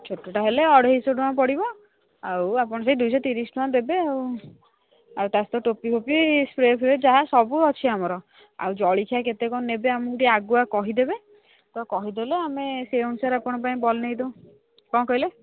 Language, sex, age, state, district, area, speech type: Odia, female, 45-60, Odisha, Angul, rural, conversation